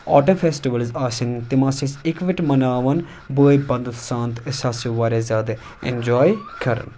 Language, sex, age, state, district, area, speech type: Kashmiri, male, 30-45, Jammu and Kashmir, Anantnag, rural, spontaneous